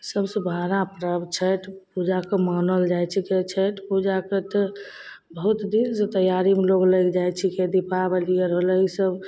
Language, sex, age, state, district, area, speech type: Maithili, female, 30-45, Bihar, Begusarai, rural, spontaneous